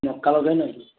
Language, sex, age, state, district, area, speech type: Odia, male, 18-30, Odisha, Kendujhar, urban, conversation